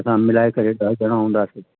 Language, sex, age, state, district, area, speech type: Sindhi, male, 60+, Uttar Pradesh, Lucknow, urban, conversation